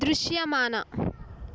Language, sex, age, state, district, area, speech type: Telugu, female, 18-30, Telangana, Mahbubnagar, urban, read